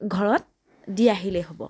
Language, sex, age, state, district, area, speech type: Assamese, female, 30-45, Assam, Biswanath, rural, spontaneous